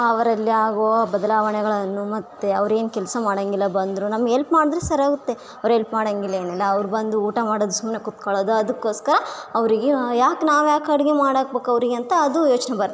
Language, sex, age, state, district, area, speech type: Kannada, female, 18-30, Karnataka, Bellary, rural, spontaneous